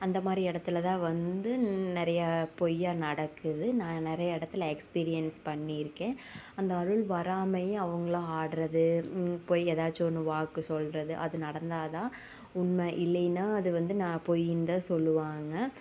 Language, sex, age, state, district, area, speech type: Tamil, female, 18-30, Tamil Nadu, Tiruppur, rural, spontaneous